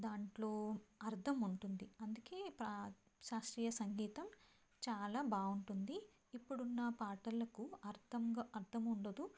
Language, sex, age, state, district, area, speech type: Telugu, female, 18-30, Telangana, Karimnagar, rural, spontaneous